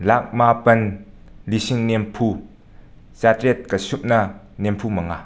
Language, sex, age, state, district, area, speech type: Manipuri, male, 45-60, Manipur, Imphal West, urban, spontaneous